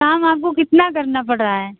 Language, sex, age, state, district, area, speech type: Hindi, female, 30-45, Uttar Pradesh, Mirzapur, rural, conversation